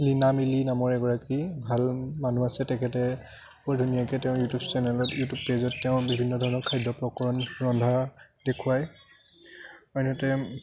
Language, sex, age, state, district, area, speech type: Assamese, male, 30-45, Assam, Biswanath, rural, spontaneous